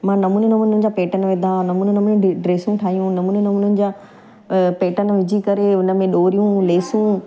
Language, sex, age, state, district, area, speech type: Sindhi, female, 45-60, Gujarat, Surat, urban, spontaneous